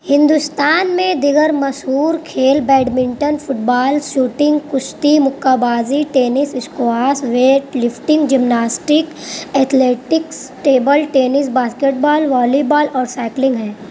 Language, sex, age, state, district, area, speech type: Urdu, female, 18-30, Uttar Pradesh, Mau, urban, read